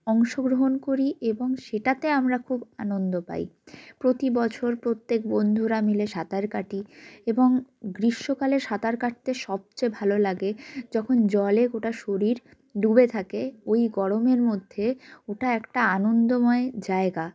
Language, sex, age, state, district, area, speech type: Bengali, female, 18-30, West Bengal, Jalpaiguri, rural, spontaneous